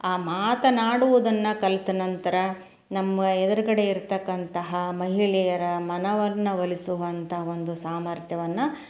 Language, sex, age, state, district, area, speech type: Kannada, female, 45-60, Karnataka, Koppal, rural, spontaneous